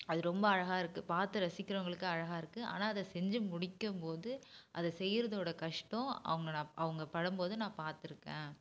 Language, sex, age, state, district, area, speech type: Tamil, female, 18-30, Tamil Nadu, Namakkal, urban, spontaneous